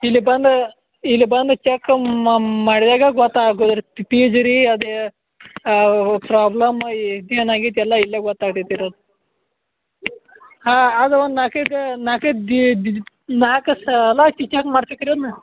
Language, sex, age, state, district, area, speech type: Kannada, male, 45-60, Karnataka, Belgaum, rural, conversation